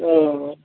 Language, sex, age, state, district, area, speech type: Maithili, male, 18-30, Bihar, Madhepura, rural, conversation